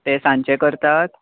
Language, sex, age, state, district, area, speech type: Goan Konkani, male, 18-30, Goa, Bardez, rural, conversation